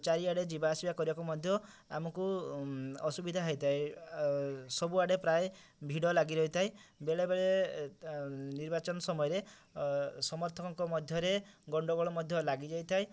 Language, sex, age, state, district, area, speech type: Odia, male, 30-45, Odisha, Mayurbhanj, rural, spontaneous